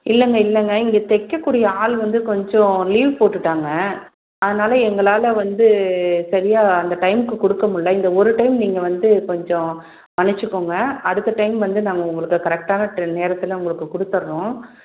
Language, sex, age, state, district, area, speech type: Tamil, female, 30-45, Tamil Nadu, Salem, urban, conversation